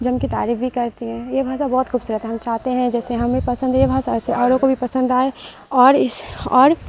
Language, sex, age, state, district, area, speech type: Urdu, female, 30-45, Bihar, Supaul, rural, spontaneous